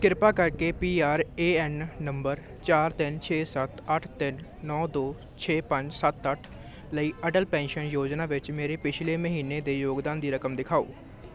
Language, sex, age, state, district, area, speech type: Punjabi, male, 18-30, Punjab, Ludhiana, urban, read